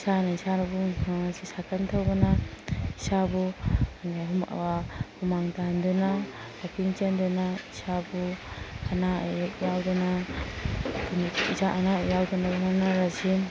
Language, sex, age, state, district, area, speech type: Manipuri, female, 30-45, Manipur, Imphal East, rural, spontaneous